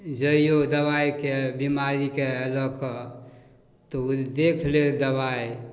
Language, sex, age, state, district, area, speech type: Maithili, male, 60+, Bihar, Samastipur, rural, spontaneous